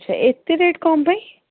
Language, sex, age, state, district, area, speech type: Odia, female, 45-60, Odisha, Sundergarh, rural, conversation